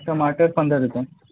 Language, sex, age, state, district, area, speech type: Hindi, male, 18-30, Uttar Pradesh, Mirzapur, rural, conversation